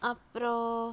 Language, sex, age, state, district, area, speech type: Tamil, female, 30-45, Tamil Nadu, Nagapattinam, rural, spontaneous